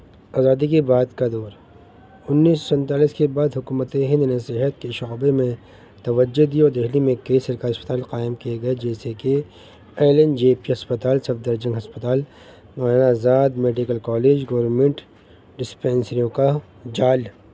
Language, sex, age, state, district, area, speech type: Urdu, male, 30-45, Delhi, North East Delhi, urban, spontaneous